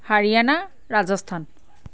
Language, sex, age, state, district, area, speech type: Assamese, female, 30-45, Assam, Sivasagar, rural, spontaneous